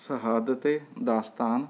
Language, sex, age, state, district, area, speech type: Punjabi, male, 30-45, Punjab, Rupnagar, rural, spontaneous